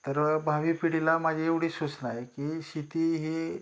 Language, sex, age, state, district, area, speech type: Marathi, male, 45-60, Maharashtra, Osmanabad, rural, spontaneous